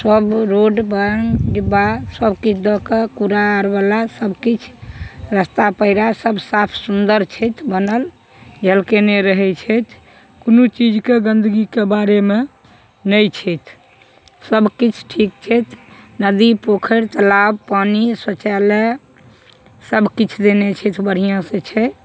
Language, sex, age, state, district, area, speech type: Maithili, female, 45-60, Bihar, Samastipur, urban, spontaneous